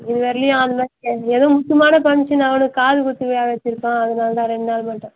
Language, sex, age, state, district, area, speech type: Tamil, female, 30-45, Tamil Nadu, Tiruvannamalai, rural, conversation